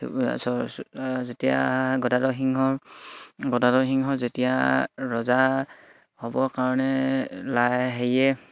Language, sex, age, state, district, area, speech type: Assamese, male, 18-30, Assam, Sivasagar, rural, spontaneous